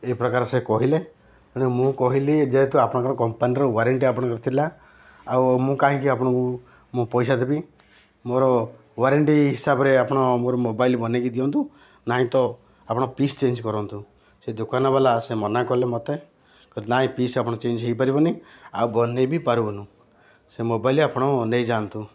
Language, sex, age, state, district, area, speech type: Odia, male, 45-60, Odisha, Ganjam, urban, spontaneous